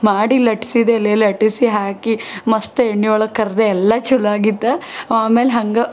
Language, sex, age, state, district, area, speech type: Kannada, female, 30-45, Karnataka, Dharwad, rural, spontaneous